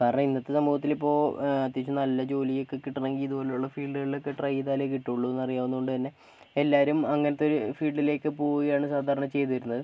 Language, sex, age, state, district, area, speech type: Malayalam, male, 18-30, Kerala, Kozhikode, urban, spontaneous